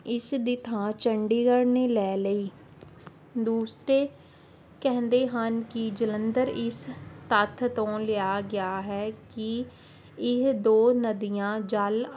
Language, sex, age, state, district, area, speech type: Punjabi, female, 30-45, Punjab, Jalandhar, urban, spontaneous